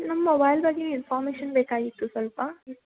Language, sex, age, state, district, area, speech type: Kannada, female, 18-30, Karnataka, Belgaum, rural, conversation